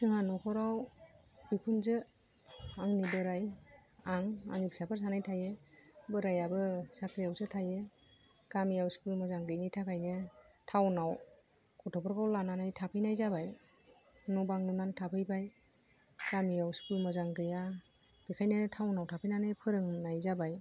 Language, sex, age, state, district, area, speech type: Bodo, female, 45-60, Assam, Kokrajhar, urban, spontaneous